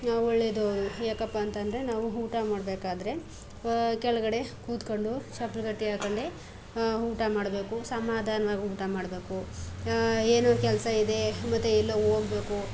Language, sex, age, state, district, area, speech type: Kannada, female, 30-45, Karnataka, Chamarajanagar, rural, spontaneous